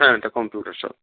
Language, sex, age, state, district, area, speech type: Bengali, male, 45-60, West Bengal, Darjeeling, rural, conversation